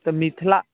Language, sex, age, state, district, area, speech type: Maithili, male, 45-60, Bihar, Sitamarhi, rural, conversation